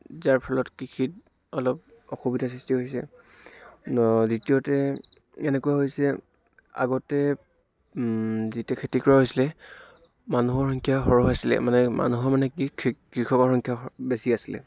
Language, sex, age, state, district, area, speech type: Assamese, male, 18-30, Assam, Dibrugarh, rural, spontaneous